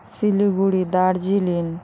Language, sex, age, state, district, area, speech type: Bengali, female, 45-60, West Bengal, Hooghly, urban, spontaneous